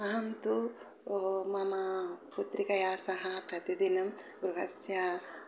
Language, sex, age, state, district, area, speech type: Sanskrit, female, 60+, Telangana, Peddapalli, urban, spontaneous